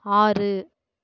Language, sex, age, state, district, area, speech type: Tamil, female, 18-30, Tamil Nadu, Erode, rural, read